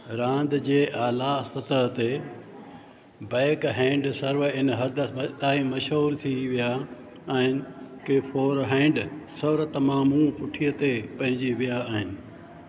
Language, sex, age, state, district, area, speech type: Sindhi, male, 60+, Gujarat, Junagadh, rural, read